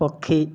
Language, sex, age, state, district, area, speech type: Odia, male, 18-30, Odisha, Rayagada, rural, read